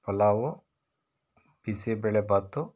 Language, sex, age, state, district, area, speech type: Kannada, male, 60+, Karnataka, Shimoga, rural, spontaneous